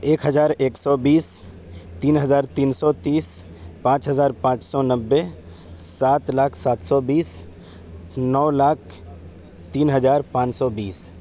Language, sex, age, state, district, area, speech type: Urdu, male, 18-30, Uttar Pradesh, Saharanpur, urban, spontaneous